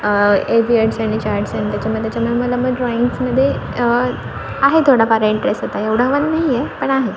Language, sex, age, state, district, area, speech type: Marathi, female, 18-30, Maharashtra, Sindhudurg, rural, spontaneous